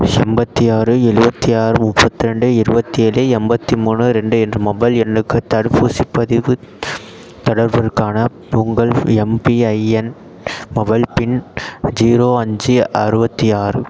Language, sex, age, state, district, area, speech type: Tamil, male, 18-30, Tamil Nadu, Perambalur, rural, read